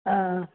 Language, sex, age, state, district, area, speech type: Odia, female, 60+, Odisha, Cuttack, urban, conversation